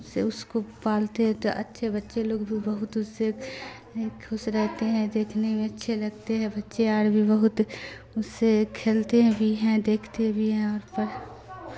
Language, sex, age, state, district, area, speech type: Urdu, female, 45-60, Bihar, Darbhanga, rural, spontaneous